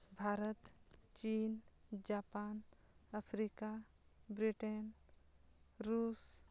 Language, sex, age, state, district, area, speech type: Santali, female, 30-45, Jharkhand, Seraikela Kharsawan, rural, spontaneous